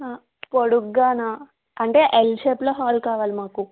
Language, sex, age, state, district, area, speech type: Telugu, female, 18-30, Andhra Pradesh, East Godavari, urban, conversation